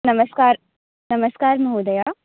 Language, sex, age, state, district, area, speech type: Sanskrit, female, 18-30, Maharashtra, Sangli, rural, conversation